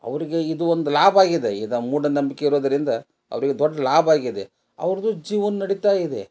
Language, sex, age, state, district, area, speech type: Kannada, male, 60+, Karnataka, Gadag, rural, spontaneous